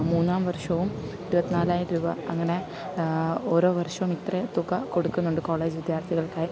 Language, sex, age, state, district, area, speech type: Malayalam, female, 30-45, Kerala, Alappuzha, rural, spontaneous